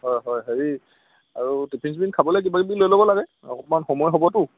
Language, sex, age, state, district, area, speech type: Assamese, male, 30-45, Assam, Jorhat, urban, conversation